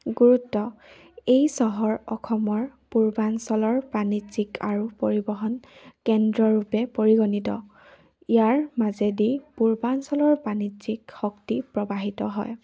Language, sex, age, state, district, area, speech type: Assamese, female, 18-30, Assam, Charaideo, urban, spontaneous